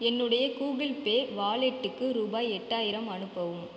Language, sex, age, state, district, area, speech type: Tamil, female, 18-30, Tamil Nadu, Viluppuram, rural, read